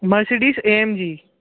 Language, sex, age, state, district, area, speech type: Sindhi, male, 18-30, Delhi, South Delhi, urban, conversation